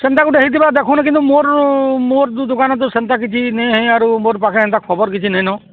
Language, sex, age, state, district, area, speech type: Odia, male, 60+, Odisha, Balangir, urban, conversation